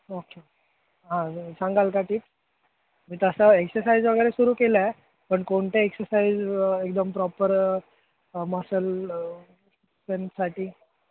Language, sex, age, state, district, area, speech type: Marathi, male, 18-30, Maharashtra, Ratnagiri, urban, conversation